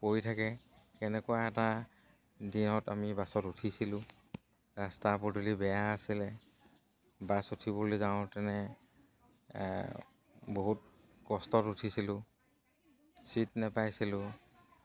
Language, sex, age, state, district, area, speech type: Assamese, male, 45-60, Assam, Dhemaji, rural, spontaneous